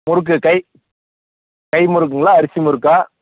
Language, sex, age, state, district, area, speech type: Tamil, male, 45-60, Tamil Nadu, Namakkal, rural, conversation